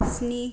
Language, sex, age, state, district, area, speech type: Bodo, female, 30-45, Assam, Kokrajhar, rural, read